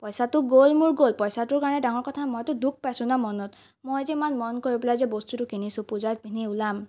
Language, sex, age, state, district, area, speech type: Assamese, female, 18-30, Assam, Sonitpur, rural, spontaneous